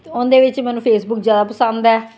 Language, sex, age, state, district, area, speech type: Punjabi, female, 60+, Punjab, Ludhiana, rural, spontaneous